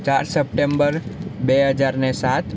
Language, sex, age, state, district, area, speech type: Gujarati, male, 18-30, Gujarat, Surat, urban, spontaneous